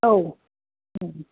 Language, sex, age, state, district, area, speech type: Bodo, female, 60+, Assam, Kokrajhar, urban, conversation